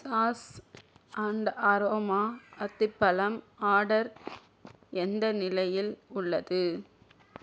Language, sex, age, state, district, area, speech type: Tamil, female, 60+, Tamil Nadu, Sivaganga, rural, read